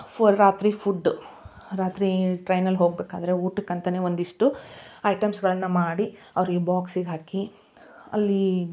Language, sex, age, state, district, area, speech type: Kannada, female, 30-45, Karnataka, Koppal, rural, spontaneous